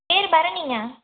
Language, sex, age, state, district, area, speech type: Tamil, female, 18-30, Tamil Nadu, Erode, urban, conversation